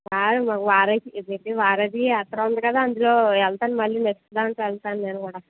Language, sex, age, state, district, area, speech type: Telugu, female, 30-45, Andhra Pradesh, East Godavari, rural, conversation